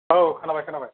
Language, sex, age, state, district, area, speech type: Bodo, male, 18-30, Assam, Chirang, rural, conversation